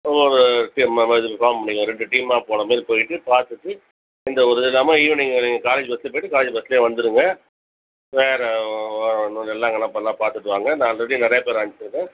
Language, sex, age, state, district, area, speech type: Tamil, female, 18-30, Tamil Nadu, Cuddalore, rural, conversation